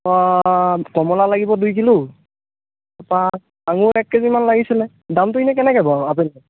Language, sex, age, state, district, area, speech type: Assamese, male, 18-30, Assam, Lakhimpur, rural, conversation